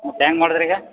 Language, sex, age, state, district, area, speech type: Kannada, male, 45-60, Karnataka, Belgaum, rural, conversation